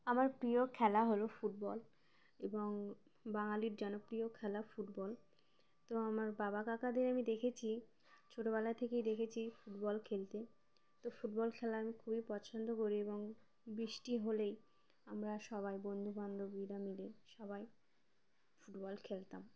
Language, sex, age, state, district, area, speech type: Bengali, female, 18-30, West Bengal, Uttar Dinajpur, urban, spontaneous